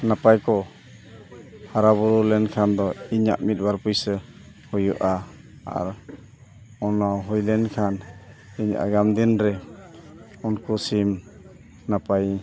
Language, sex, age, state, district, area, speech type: Santali, male, 45-60, Odisha, Mayurbhanj, rural, spontaneous